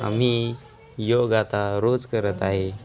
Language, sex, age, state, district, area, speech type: Marathi, male, 18-30, Maharashtra, Hingoli, urban, spontaneous